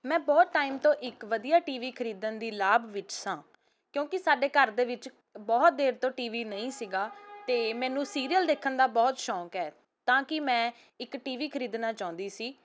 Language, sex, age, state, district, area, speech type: Punjabi, female, 18-30, Punjab, Ludhiana, urban, spontaneous